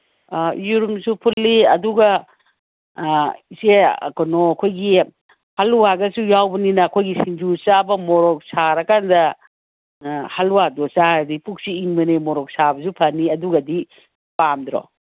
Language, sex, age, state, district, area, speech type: Manipuri, female, 45-60, Manipur, Kangpokpi, urban, conversation